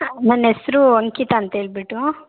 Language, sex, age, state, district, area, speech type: Kannada, female, 18-30, Karnataka, Hassan, rural, conversation